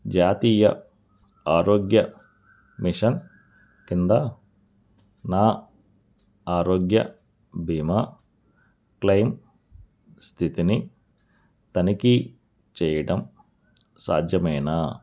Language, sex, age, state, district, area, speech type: Telugu, male, 45-60, Andhra Pradesh, N T Rama Rao, urban, read